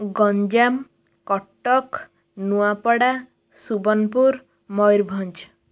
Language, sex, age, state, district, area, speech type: Odia, female, 18-30, Odisha, Ganjam, urban, spontaneous